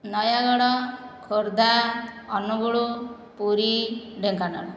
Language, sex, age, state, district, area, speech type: Odia, female, 60+, Odisha, Khordha, rural, spontaneous